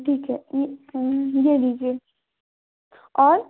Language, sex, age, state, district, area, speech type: Hindi, female, 18-30, Madhya Pradesh, Balaghat, rural, conversation